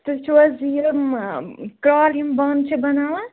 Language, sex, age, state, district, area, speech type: Kashmiri, female, 18-30, Jammu and Kashmir, Baramulla, rural, conversation